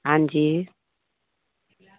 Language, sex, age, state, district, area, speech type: Sindhi, female, 60+, Gujarat, Surat, urban, conversation